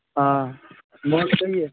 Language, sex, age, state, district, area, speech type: Urdu, male, 45-60, Uttar Pradesh, Muzaffarnagar, urban, conversation